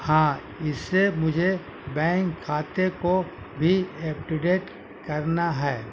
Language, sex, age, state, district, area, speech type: Urdu, male, 60+, Bihar, Gaya, urban, spontaneous